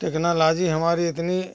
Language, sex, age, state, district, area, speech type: Hindi, male, 60+, Uttar Pradesh, Jaunpur, rural, spontaneous